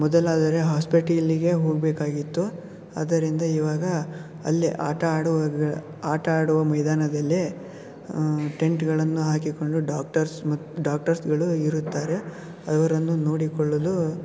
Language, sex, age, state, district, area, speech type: Kannada, male, 18-30, Karnataka, Shimoga, rural, spontaneous